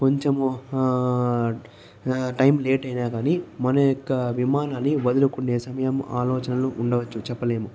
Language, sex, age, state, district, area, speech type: Telugu, male, 30-45, Andhra Pradesh, Chittoor, rural, spontaneous